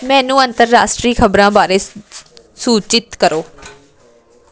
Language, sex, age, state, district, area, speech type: Punjabi, female, 18-30, Punjab, Amritsar, rural, read